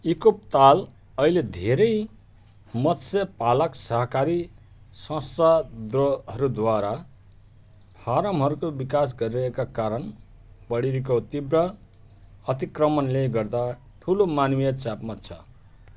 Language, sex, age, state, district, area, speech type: Nepali, male, 45-60, West Bengal, Jalpaiguri, rural, read